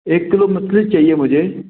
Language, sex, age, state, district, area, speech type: Hindi, male, 45-60, Madhya Pradesh, Gwalior, rural, conversation